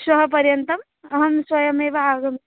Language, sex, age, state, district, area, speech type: Sanskrit, female, 18-30, Maharashtra, Nagpur, urban, conversation